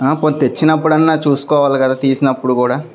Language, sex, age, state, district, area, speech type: Telugu, male, 30-45, Andhra Pradesh, Anakapalli, rural, spontaneous